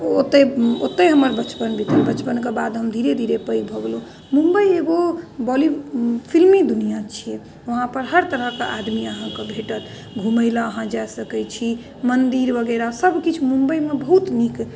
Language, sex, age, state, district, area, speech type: Maithili, female, 30-45, Bihar, Muzaffarpur, urban, spontaneous